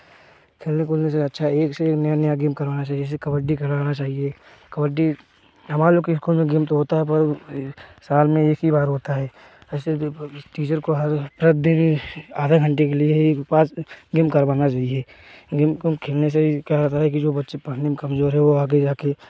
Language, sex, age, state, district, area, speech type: Hindi, male, 18-30, Uttar Pradesh, Jaunpur, urban, spontaneous